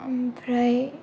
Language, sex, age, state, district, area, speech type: Bodo, female, 18-30, Assam, Kokrajhar, rural, spontaneous